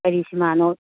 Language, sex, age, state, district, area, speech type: Manipuri, female, 30-45, Manipur, Imphal East, urban, conversation